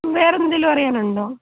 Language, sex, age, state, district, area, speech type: Malayalam, female, 18-30, Kerala, Kottayam, rural, conversation